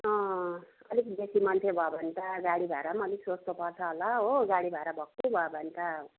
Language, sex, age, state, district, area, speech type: Nepali, female, 60+, West Bengal, Jalpaiguri, rural, conversation